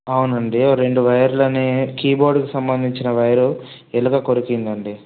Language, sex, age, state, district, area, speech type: Telugu, male, 30-45, Telangana, Sangareddy, urban, conversation